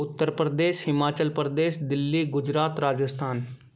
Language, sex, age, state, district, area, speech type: Hindi, male, 18-30, Madhya Pradesh, Gwalior, rural, spontaneous